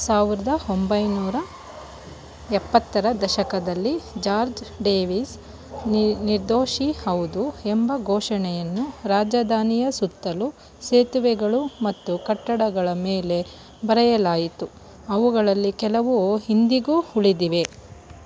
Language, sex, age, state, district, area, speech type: Kannada, female, 30-45, Karnataka, Bangalore Rural, rural, read